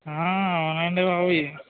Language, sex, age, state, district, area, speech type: Telugu, male, 30-45, Andhra Pradesh, Kakinada, rural, conversation